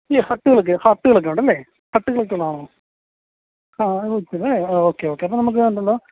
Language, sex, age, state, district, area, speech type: Malayalam, male, 30-45, Kerala, Ernakulam, rural, conversation